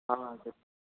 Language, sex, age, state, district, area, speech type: Tamil, male, 18-30, Tamil Nadu, Pudukkottai, rural, conversation